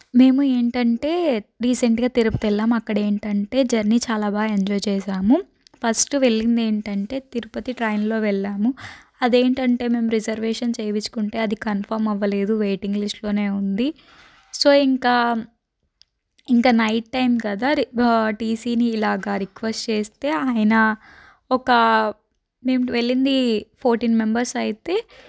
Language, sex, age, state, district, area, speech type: Telugu, female, 18-30, Andhra Pradesh, Guntur, urban, spontaneous